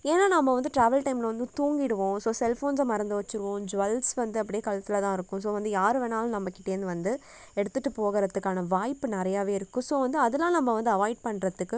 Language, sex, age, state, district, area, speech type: Tamil, female, 18-30, Tamil Nadu, Nagapattinam, rural, spontaneous